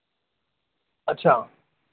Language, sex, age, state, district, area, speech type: Urdu, male, 30-45, Telangana, Hyderabad, urban, conversation